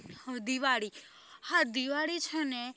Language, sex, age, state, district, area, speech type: Gujarati, female, 18-30, Gujarat, Rajkot, rural, spontaneous